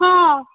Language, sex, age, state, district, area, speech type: Maithili, female, 18-30, Bihar, Supaul, rural, conversation